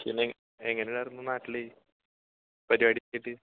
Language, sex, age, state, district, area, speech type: Malayalam, male, 18-30, Kerala, Thrissur, rural, conversation